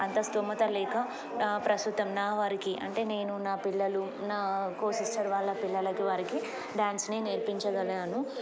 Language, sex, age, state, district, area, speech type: Telugu, female, 30-45, Telangana, Ranga Reddy, urban, spontaneous